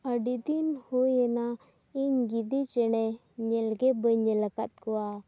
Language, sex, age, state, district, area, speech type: Santali, female, 18-30, Jharkhand, Seraikela Kharsawan, rural, spontaneous